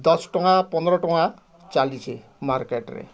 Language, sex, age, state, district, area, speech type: Odia, male, 60+, Odisha, Bargarh, urban, spontaneous